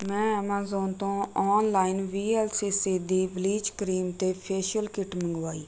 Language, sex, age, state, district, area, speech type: Punjabi, female, 30-45, Punjab, Rupnagar, rural, spontaneous